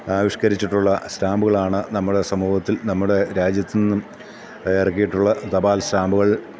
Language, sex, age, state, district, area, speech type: Malayalam, male, 45-60, Kerala, Kottayam, rural, spontaneous